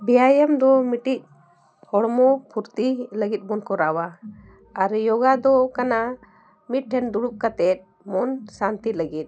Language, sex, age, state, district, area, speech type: Santali, female, 45-60, Jharkhand, Bokaro, rural, spontaneous